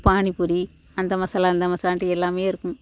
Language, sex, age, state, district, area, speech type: Tamil, female, 45-60, Tamil Nadu, Thoothukudi, rural, spontaneous